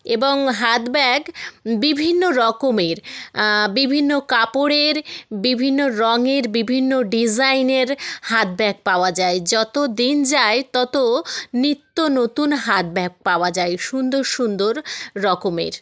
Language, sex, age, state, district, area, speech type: Bengali, female, 18-30, West Bengal, South 24 Parganas, rural, spontaneous